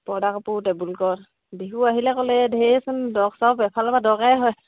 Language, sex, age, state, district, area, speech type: Assamese, female, 30-45, Assam, Sivasagar, rural, conversation